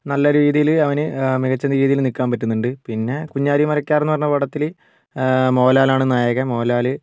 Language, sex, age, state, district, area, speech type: Malayalam, male, 45-60, Kerala, Wayanad, rural, spontaneous